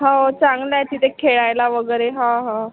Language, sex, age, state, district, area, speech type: Marathi, female, 30-45, Maharashtra, Amravati, rural, conversation